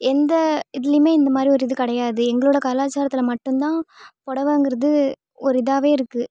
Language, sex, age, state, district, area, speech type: Tamil, female, 18-30, Tamil Nadu, Thanjavur, rural, spontaneous